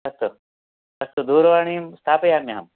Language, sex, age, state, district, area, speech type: Sanskrit, male, 45-60, Karnataka, Uttara Kannada, rural, conversation